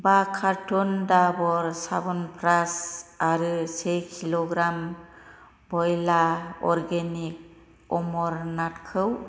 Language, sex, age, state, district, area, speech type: Bodo, female, 45-60, Assam, Kokrajhar, rural, read